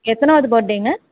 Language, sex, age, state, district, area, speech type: Tamil, female, 45-60, Tamil Nadu, Chengalpattu, rural, conversation